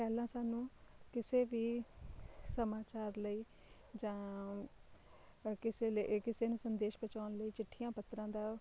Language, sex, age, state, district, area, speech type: Punjabi, female, 30-45, Punjab, Shaheed Bhagat Singh Nagar, urban, spontaneous